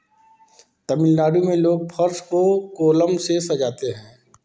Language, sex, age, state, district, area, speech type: Hindi, male, 45-60, Uttar Pradesh, Varanasi, urban, read